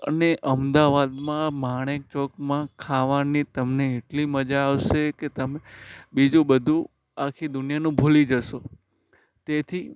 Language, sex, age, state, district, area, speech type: Gujarati, male, 18-30, Gujarat, Anand, rural, spontaneous